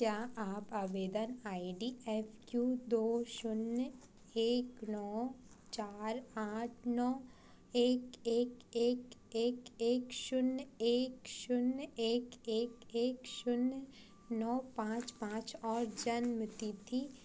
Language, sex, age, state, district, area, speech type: Hindi, female, 18-30, Madhya Pradesh, Chhindwara, urban, read